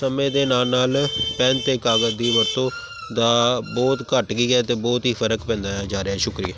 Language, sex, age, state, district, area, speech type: Punjabi, male, 30-45, Punjab, Tarn Taran, urban, spontaneous